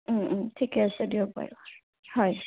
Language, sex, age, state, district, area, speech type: Assamese, male, 18-30, Assam, Sonitpur, rural, conversation